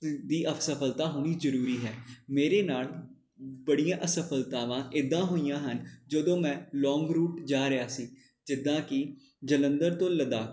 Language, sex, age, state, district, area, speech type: Punjabi, male, 18-30, Punjab, Jalandhar, urban, spontaneous